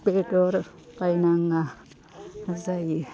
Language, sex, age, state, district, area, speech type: Bodo, female, 60+, Assam, Chirang, rural, spontaneous